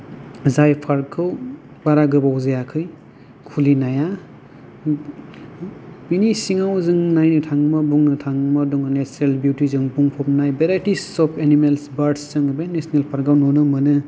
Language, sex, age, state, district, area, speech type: Bodo, male, 30-45, Assam, Kokrajhar, rural, spontaneous